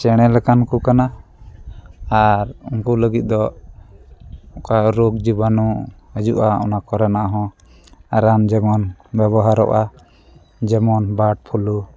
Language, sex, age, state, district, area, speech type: Santali, male, 30-45, West Bengal, Dakshin Dinajpur, rural, spontaneous